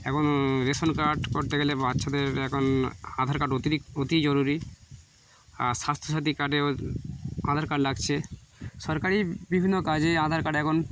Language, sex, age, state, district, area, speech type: Bengali, male, 30-45, West Bengal, Darjeeling, urban, spontaneous